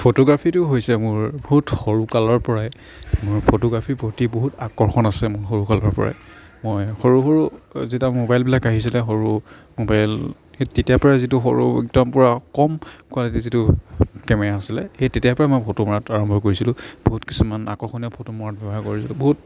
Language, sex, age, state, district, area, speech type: Assamese, male, 45-60, Assam, Morigaon, rural, spontaneous